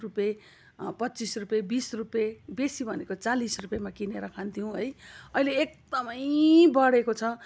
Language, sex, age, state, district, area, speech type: Nepali, female, 45-60, West Bengal, Kalimpong, rural, spontaneous